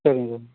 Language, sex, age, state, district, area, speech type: Tamil, male, 30-45, Tamil Nadu, Theni, rural, conversation